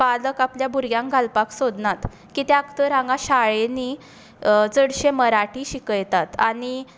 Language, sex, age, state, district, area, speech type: Goan Konkani, female, 18-30, Goa, Tiswadi, rural, spontaneous